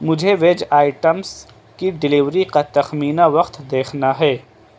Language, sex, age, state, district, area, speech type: Urdu, male, 18-30, Delhi, East Delhi, urban, read